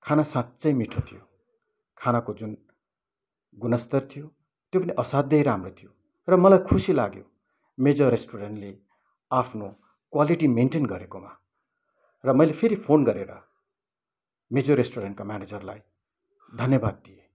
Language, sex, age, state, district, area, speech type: Nepali, male, 60+, West Bengal, Kalimpong, rural, spontaneous